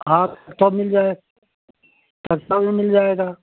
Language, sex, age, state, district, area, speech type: Hindi, male, 60+, Uttar Pradesh, Jaunpur, rural, conversation